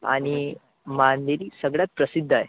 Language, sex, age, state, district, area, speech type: Marathi, male, 18-30, Maharashtra, Thane, urban, conversation